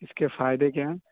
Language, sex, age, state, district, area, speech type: Urdu, male, 18-30, Uttar Pradesh, Saharanpur, urban, conversation